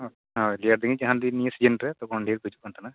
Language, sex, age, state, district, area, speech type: Santali, male, 18-30, West Bengal, Purba Bardhaman, rural, conversation